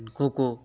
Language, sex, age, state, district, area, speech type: Marathi, male, 18-30, Maharashtra, Hingoli, urban, spontaneous